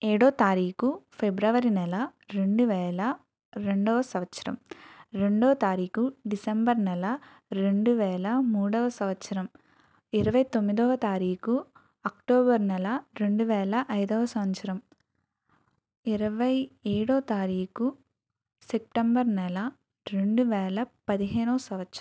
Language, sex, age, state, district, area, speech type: Telugu, female, 18-30, Andhra Pradesh, Eluru, rural, spontaneous